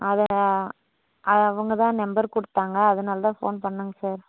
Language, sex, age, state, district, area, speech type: Tamil, female, 30-45, Tamil Nadu, Dharmapuri, rural, conversation